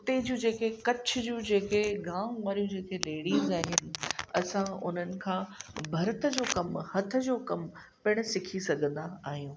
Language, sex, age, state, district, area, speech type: Sindhi, female, 45-60, Gujarat, Kutch, urban, spontaneous